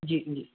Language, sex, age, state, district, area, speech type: Urdu, male, 18-30, Delhi, South Delhi, urban, conversation